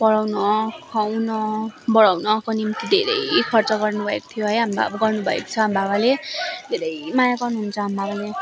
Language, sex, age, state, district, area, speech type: Nepali, female, 18-30, West Bengal, Darjeeling, rural, spontaneous